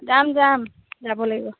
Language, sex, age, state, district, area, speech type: Assamese, female, 30-45, Assam, Charaideo, rural, conversation